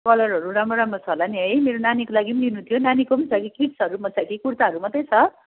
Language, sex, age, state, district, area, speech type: Nepali, female, 45-60, West Bengal, Darjeeling, rural, conversation